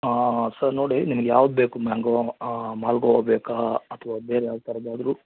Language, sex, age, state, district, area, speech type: Kannada, male, 30-45, Karnataka, Mandya, rural, conversation